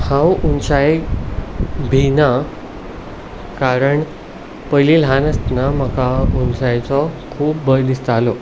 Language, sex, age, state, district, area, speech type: Goan Konkani, male, 18-30, Goa, Ponda, urban, spontaneous